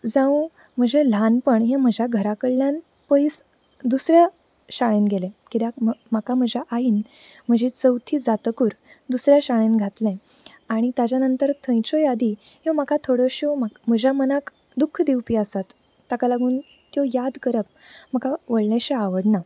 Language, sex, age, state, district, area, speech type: Goan Konkani, female, 18-30, Goa, Canacona, urban, spontaneous